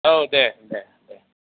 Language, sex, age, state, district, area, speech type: Bodo, male, 30-45, Assam, Udalguri, urban, conversation